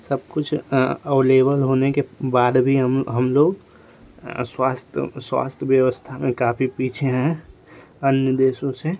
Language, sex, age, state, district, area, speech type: Hindi, male, 18-30, Uttar Pradesh, Ghazipur, urban, spontaneous